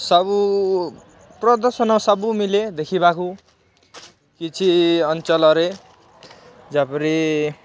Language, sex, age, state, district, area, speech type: Odia, male, 18-30, Odisha, Kalahandi, rural, spontaneous